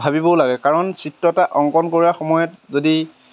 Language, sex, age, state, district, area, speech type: Assamese, male, 18-30, Assam, Majuli, urban, spontaneous